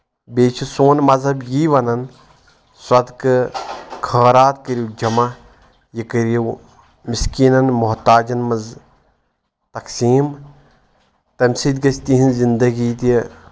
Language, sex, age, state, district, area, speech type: Kashmiri, male, 30-45, Jammu and Kashmir, Anantnag, rural, spontaneous